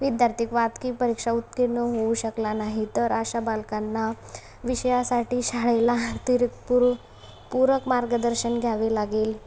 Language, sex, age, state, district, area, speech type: Marathi, female, 30-45, Maharashtra, Solapur, urban, spontaneous